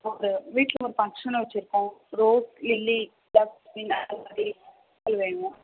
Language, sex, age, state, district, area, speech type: Tamil, female, 45-60, Tamil Nadu, Ranipet, urban, conversation